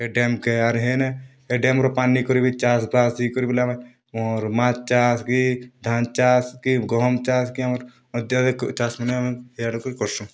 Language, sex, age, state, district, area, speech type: Odia, male, 18-30, Odisha, Kalahandi, rural, spontaneous